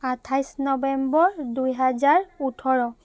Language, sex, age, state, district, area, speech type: Assamese, female, 30-45, Assam, Charaideo, urban, spontaneous